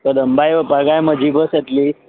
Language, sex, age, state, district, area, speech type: Goan Konkani, male, 30-45, Goa, Canacona, rural, conversation